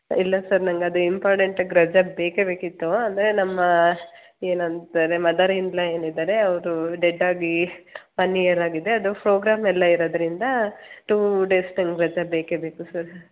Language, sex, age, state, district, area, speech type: Kannada, female, 30-45, Karnataka, Hassan, urban, conversation